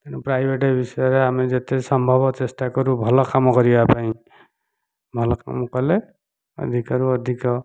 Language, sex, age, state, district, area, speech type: Odia, male, 45-60, Odisha, Dhenkanal, rural, spontaneous